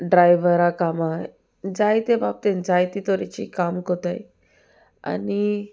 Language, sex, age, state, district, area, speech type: Goan Konkani, female, 18-30, Goa, Salcete, rural, spontaneous